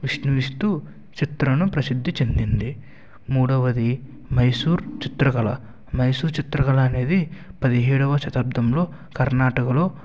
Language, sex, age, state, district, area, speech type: Telugu, male, 60+, Andhra Pradesh, Eluru, rural, spontaneous